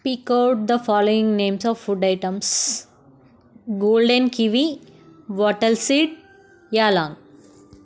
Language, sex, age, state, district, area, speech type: Telugu, female, 30-45, Telangana, Peddapalli, rural, spontaneous